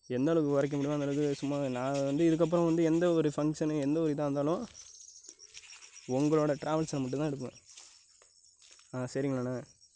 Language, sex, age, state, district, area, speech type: Tamil, male, 18-30, Tamil Nadu, Nagapattinam, rural, spontaneous